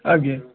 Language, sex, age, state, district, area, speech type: Odia, male, 30-45, Odisha, Mayurbhanj, rural, conversation